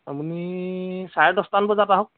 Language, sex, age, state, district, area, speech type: Assamese, male, 45-60, Assam, Dhemaji, rural, conversation